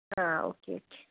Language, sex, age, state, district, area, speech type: Malayalam, female, 18-30, Kerala, Wayanad, rural, conversation